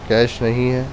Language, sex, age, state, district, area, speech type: Urdu, male, 30-45, Delhi, East Delhi, urban, spontaneous